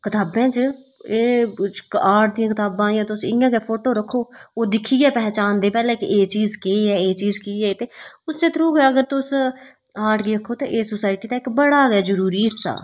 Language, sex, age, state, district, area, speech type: Dogri, female, 30-45, Jammu and Kashmir, Udhampur, rural, spontaneous